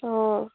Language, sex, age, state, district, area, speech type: Assamese, female, 18-30, Assam, Dibrugarh, rural, conversation